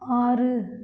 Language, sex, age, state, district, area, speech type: Tamil, female, 45-60, Tamil Nadu, Krishnagiri, rural, read